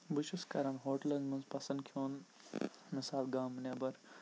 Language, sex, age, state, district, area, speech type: Kashmiri, male, 18-30, Jammu and Kashmir, Bandipora, rural, spontaneous